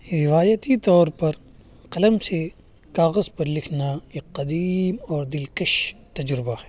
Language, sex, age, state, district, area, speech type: Urdu, male, 18-30, Uttar Pradesh, Muzaffarnagar, urban, spontaneous